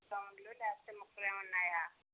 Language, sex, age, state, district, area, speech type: Telugu, female, 60+, Andhra Pradesh, Bapatla, urban, conversation